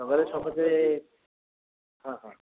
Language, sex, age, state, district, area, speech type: Odia, male, 60+, Odisha, Gajapati, rural, conversation